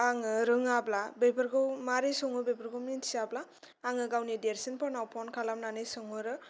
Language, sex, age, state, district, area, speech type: Bodo, female, 18-30, Assam, Kokrajhar, rural, spontaneous